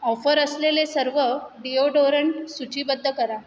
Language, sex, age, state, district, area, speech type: Marathi, female, 30-45, Maharashtra, Mumbai Suburban, urban, read